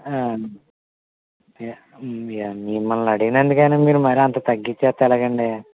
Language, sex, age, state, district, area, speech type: Telugu, male, 18-30, Andhra Pradesh, Konaseema, rural, conversation